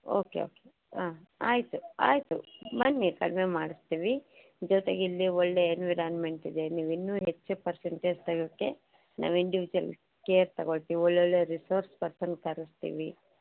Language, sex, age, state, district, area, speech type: Kannada, female, 60+, Karnataka, Chitradurga, rural, conversation